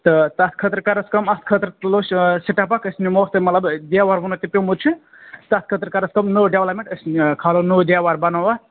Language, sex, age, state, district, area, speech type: Kashmiri, male, 30-45, Jammu and Kashmir, Kupwara, urban, conversation